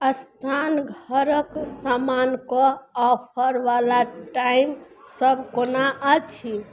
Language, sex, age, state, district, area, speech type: Maithili, female, 45-60, Bihar, Madhubani, rural, read